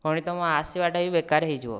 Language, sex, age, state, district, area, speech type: Odia, male, 30-45, Odisha, Kandhamal, rural, spontaneous